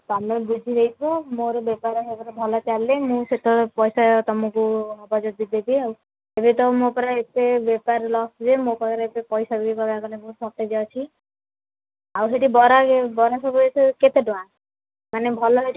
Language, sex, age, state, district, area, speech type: Odia, female, 30-45, Odisha, Sambalpur, rural, conversation